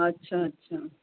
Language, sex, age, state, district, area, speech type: Sindhi, female, 60+, Uttar Pradesh, Lucknow, rural, conversation